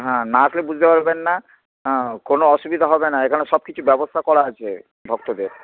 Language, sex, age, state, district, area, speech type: Bengali, male, 45-60, West Bengal, Hooghly, urban, conversation